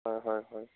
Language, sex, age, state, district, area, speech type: Assamese, male, 45-60, Assam, Nagaon, rural, conversation